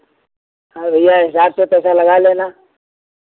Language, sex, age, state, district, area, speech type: Hindi, male, 60+, Uttar Pradesh, Lucknow, rural, conversation